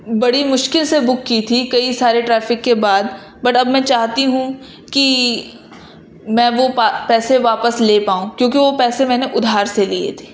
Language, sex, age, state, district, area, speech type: Urdu, female, 18-30, Uttar Pradesh, Ghaziabad, urban, spontaneous